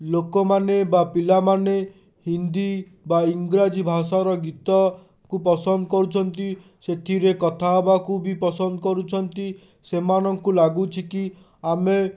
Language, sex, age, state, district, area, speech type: Odia, male, 30-45, Odisha, Bhadrak, rural, spontaneous